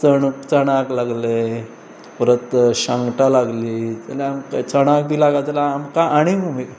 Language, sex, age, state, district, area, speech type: Goan Konkani, male, 45-60, Goa, Pernem, rural, spontaneous